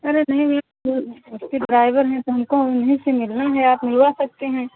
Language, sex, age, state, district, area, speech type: Hindi, female, 45-60, Uttar Pradesh, Ayodhya, rural, conversation